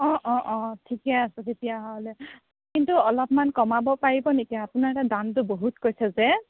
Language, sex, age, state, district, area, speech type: Assamese, female, 18-30, Assam, Morigaon, rural, conversation